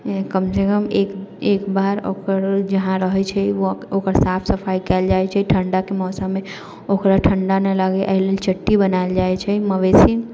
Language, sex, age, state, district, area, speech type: Maithili, female, 18-30, Bihar, Sitamarhi, rural, spontaneous